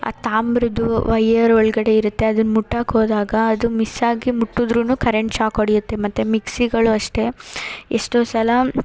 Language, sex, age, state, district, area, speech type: Kannada, female, 30-45, Karnataka, Hassan, urban, spontaneous